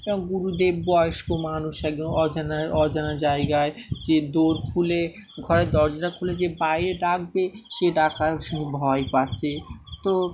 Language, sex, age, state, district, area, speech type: Bengali, male, 18-30, West Bengal, Dakshin Dinajpur, urban, spontaneous